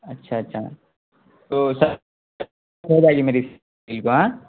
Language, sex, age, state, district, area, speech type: Urdu, male, 18-30, Bihar, Saharsa, rural, conversation